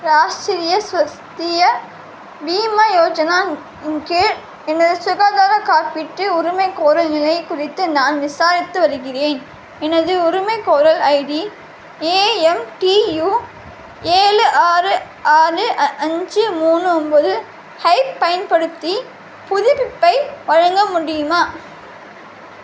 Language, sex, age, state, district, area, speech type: Tamil, female, 18-30, Tamil Nadu, Vellore, urban, read